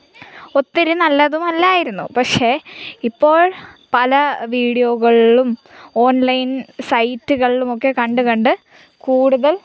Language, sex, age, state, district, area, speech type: Malayalam, female, 18-30, Kerala, Kottayam, rural, spontaneous